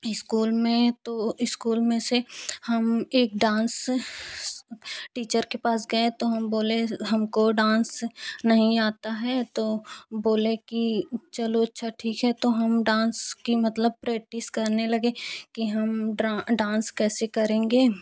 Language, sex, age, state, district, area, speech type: Hindi, female, 18-30, Uttar Pradesh, Jaunpur, urban, spontaneous